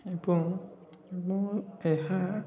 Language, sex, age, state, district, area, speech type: Odia, male, 18-30, Odisha, Puri, urban, spontaneous